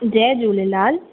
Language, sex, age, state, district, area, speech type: Sindhi, female, 18-30, Maharashtra, Thane, urban, conversation